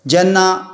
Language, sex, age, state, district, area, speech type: Goan Konkani, male, 60+, Goa, Tiswadi, rural, spontaneous